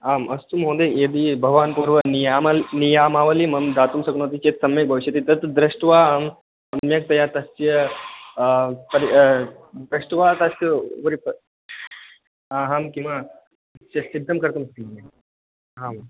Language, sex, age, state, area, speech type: Sanskrit, male, 18-30, Rajasthan, rural, conversation